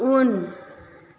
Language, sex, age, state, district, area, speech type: Bodo, female, 30-45, Assam, Chirang, rural, read